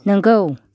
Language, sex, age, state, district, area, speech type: Bodo, female, 60+, Assam, Kokrajhar, rural, read